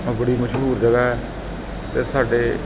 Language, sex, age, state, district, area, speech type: Punjabi, male, 30-45, Punjab, Gurdaspur, urban, spontaneous